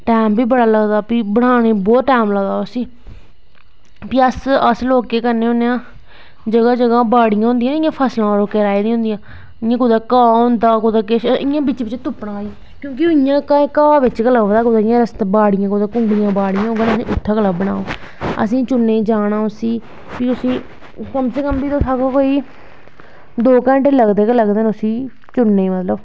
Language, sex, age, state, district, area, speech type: Dogri, female, 18-30, Jammu and Kashmir, Reasi, rural, spontaneous